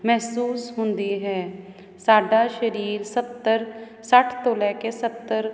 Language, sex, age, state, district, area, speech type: Punjabi, female, 30-45, Punjab, Hoshiarpur, urban, spontaneous